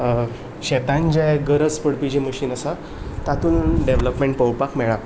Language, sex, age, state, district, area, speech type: Goan Konkani, male, 18-30, Goa, Ponda, rural, spontaneous